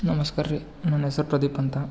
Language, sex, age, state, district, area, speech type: Kannada, male, 18-30, Karnataka, Gulbarga, urban, spontaneous